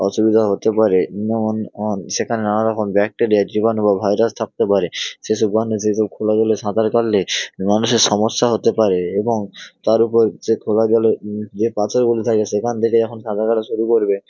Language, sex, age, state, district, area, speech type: Bengali, male, 18-30, West Bengal, Hooghly, urban, spontaneous